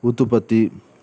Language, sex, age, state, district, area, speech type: Kannada, male, 18-30, Karnataka, Udupi, rural, spontaneous